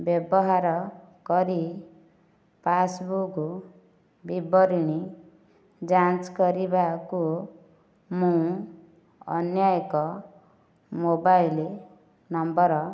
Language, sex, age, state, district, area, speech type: Odia, female, 30-45, Odisha, Nayagarh, rural, read